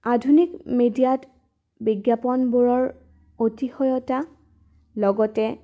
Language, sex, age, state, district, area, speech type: Assamese, female, 18-30, Assam, Udalguri, rural, spontaneous